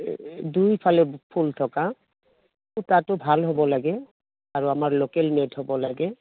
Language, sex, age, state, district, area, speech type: Assamese, female, 45-60, Assam, Goalpara, urban, conversation